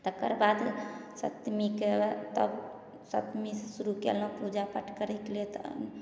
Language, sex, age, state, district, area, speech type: Maithili, female, 30-45, Bihar, Samastipur, urban, spontaneous